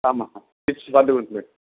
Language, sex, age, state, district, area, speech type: Tamil, male, 60+, Tamil Nadu, Perambalur, rural, conversation